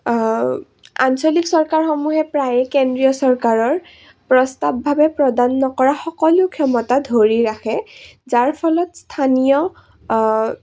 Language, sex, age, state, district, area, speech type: Assamese, female, 18-30, Assam, Udalguri, rural, spontaneous